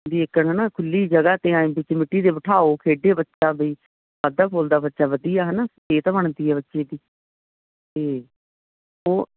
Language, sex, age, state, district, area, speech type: Punjabi, female, 45-60, Punjab, Ludhiana, urban, conversation